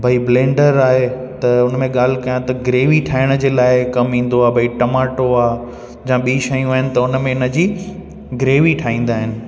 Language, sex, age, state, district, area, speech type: Sindhi, male, 18-30, Gujarat, Junagadh, urban, spontaneous